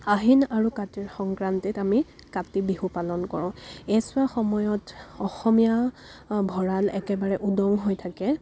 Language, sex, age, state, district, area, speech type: Assamese, female, 30-45, Assam, Dibrugarh, rural, spontaneous